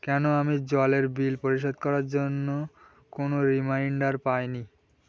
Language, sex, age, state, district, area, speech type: Bengali, male, 18-30, West Bengal, Birbhum, urban, read